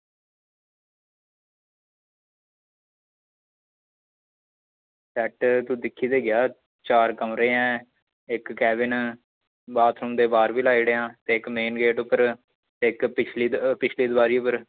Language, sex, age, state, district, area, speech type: Dogri, male, 18-30, Jammu and Kashmir, Samba, rural, conversation